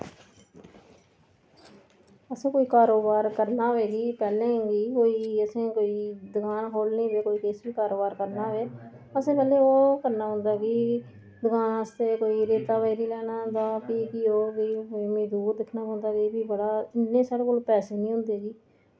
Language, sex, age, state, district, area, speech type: Dogri, female, 45-60, Jammu and Kashmir, Reasi, rural, spontaneous